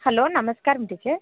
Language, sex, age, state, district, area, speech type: Telugu, female, 30-45, Telangana, Ranga Reddy, rural, conversation